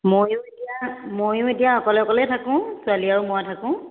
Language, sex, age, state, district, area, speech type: Assamese, female, 30-45, Assam, Lakhimpur, rural, conversation